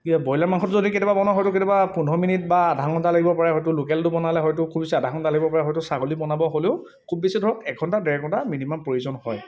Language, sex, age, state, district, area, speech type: Assamese, male, 18-30, Assam, Sivasagar, rural, spontaneous